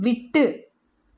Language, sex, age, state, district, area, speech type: Tamil, female, 18-30, Tamil Nadu, Namakkal, rural, read